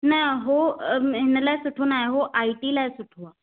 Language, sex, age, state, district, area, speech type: Sindhi, female, 18-30, Maharashtra, Thane, urban, conversation